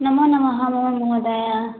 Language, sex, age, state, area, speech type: Sanskrit, female, 18-30, Assam, rural, conversation